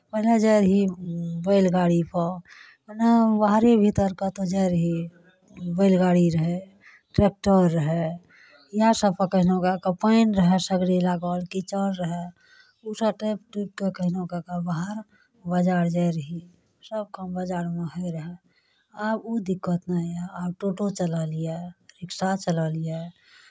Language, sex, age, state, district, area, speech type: Maithili, female, 30-45, Bihar, Araria, rural, spontaneous